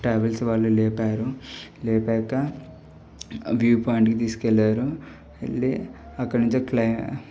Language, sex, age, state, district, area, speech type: Telugu, male, 18-30, Telangana, Medchal, urban, spontaneous